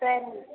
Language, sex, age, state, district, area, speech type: Tamil, female, 30-45, Tamil Nadu, Tirupattur, rural, conversation